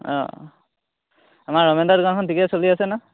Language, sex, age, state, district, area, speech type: Assamese, male, 18-30, Assam, Majuli, urban, conversation